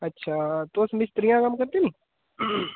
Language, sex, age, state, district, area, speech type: Dogri, male, 18-30, Jammu and Kashmir, Udhampur, rural, conversation